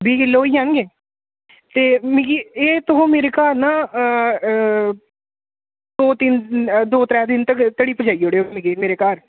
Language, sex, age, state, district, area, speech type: Dogri, male, 18-30, Jammu and Kashmir, Jammu, urban, conversation